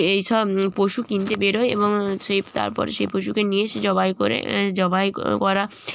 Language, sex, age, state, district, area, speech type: Bengali, female, 30-45, West Bengal, Jalpaiguri, rural, spontaneous